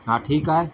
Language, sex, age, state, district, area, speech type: Sindhi, male, 45-60, Delhi, South Delhi, urban, spontaneous